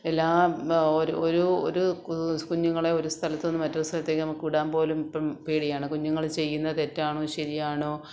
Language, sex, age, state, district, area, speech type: Malayalam, female, 45-60, Kerala, Kottayam, rural, spontaneous